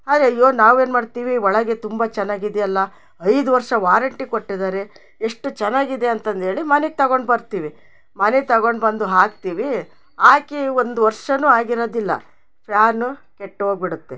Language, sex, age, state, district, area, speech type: Kannada, female, 60+, Karnataka, Chitradurga, rural, spontaneous